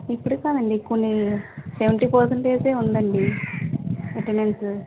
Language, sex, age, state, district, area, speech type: Telugu, female, 45-60, Andhra Pradesh, Vizianagaram, rural, conversation